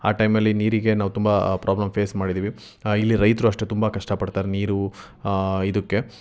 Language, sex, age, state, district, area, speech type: Kannada, male, 18-30, Karnataka, Chitradurga, rural, spontaneous